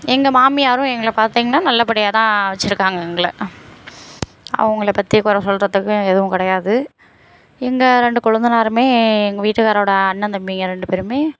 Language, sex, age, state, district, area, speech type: Tamil, female, 30-45, Tamil Nadu, Thanjavur, urban, spontaneous